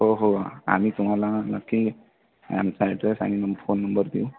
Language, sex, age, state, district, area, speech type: Marathi, male, 18-30, Maharashtra, Amravati, rural, conversation